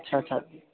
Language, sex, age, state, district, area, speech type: Dogri, male, 18-30, Jammu and Kashmir, Udhampur, rural, conversation